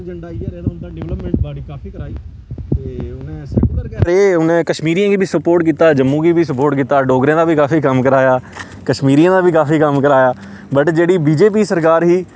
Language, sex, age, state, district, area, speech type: Dogri, male, 18-30, Jammu and Kashmir, Samba, rural, spontaneous